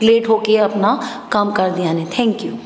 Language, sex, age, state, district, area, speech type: Punjabi, female, 30-45, Punjab, Patiala, urban, spontaneous